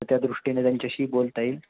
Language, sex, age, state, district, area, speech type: Marathi, male, 30-45, Maharashtra, Nashik, urban, conversation